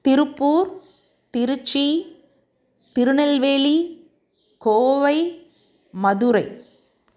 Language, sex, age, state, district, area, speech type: Tamil, female, 45-60, Tamil Nadu, Tiruppur, urban, spontaneous